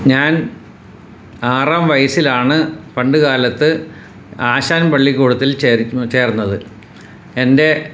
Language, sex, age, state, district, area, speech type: Malayalam, male, 60+, Kerala, Ernakulam, rural, spontaneous